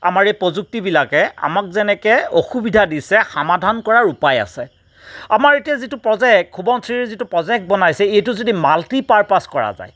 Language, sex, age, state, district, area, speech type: Assamese, male, 45-60, Assam, Golaghat, urban, spontaneous